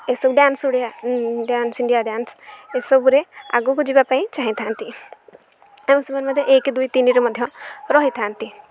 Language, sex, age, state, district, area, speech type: Odia, female, 18-30, Odisha, Jagatsinghpur, rural, spontaneous